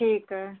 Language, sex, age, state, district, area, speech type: Hindi, female, 45-60, Uttar Pradesh, Mau, urban, conversation